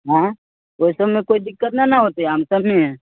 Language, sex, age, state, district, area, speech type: Maithili, male, 18-30, Bihar, Muzaffarpur, rural, conversation